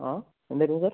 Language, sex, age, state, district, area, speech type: Malayalam, male, 18-30, Kerala, Wayanad, rural, conversation